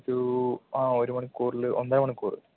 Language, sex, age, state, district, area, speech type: Malayalam, male, 18-30, Kerala, Palakkad, rural, conversation